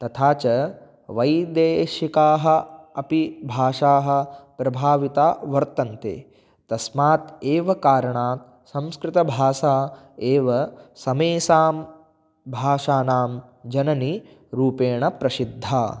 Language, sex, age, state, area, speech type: Sanskrit, male, 18-30, Rajasthan, rural, spontaneous